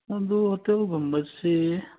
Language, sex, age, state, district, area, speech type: Manipuri, male, 30-45, Manipur, Churachandpur, rural, conversation